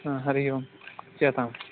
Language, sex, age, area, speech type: Sanskrit, male, 18-30, rural, conversation